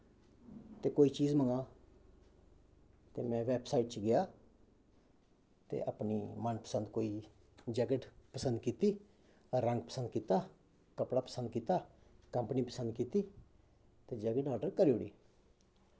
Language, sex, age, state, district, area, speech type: Dogri, male, 30-45, Jammu and Kashmir, Kathua, rural, spontaneous